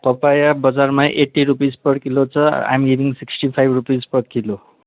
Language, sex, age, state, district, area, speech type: Nepali, male, 30-45, West Bengal, Darjeeling, rural, conversation